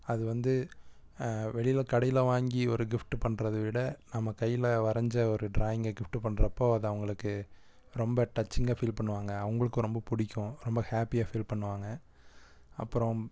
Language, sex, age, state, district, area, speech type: Tamil, male, 18-30, Tamil Nadu, Erode, rural, spontaneous